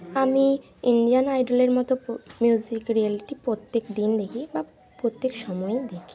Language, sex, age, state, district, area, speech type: Bengali, female, 30-45, West Bengal, Bankura, urban, spontaneous